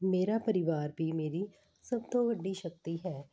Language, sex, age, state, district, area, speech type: Punjabi, female, 30-45, Punjab, Patiala, urban, spontaneous